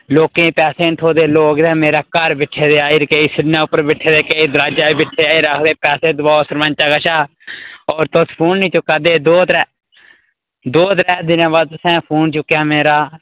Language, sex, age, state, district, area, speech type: Dogri, male, 18-30, Jammu and Kashmir, Udhampur, rural, conversation